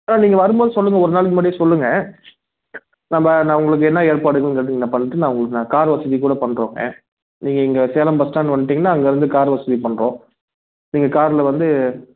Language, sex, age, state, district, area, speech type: Tamil, male, 30-45, Tamil Nadu, Salem, urban, conversation